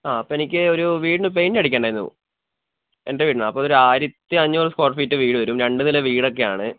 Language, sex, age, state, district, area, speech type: Malayalam, male, 18-30, Kerala, Wayanad, rural, conversation